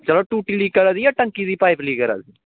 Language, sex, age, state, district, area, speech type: Dogri, male, 18-30, Jammu and Kashmir, Kathua, rural, conversation